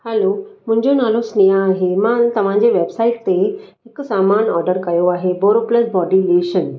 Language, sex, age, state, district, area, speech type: Sindhi, female, 30-45, Maharashtra, Thane, urban, spontaneous